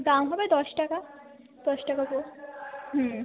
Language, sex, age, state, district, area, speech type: Bengali, female, 30-45, West Bengal, Hooghly, urban, conversation